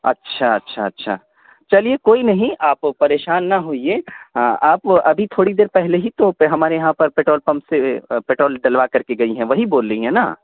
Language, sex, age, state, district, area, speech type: Urdu, male, 45-60, Bihar, Supaul, rural, conversation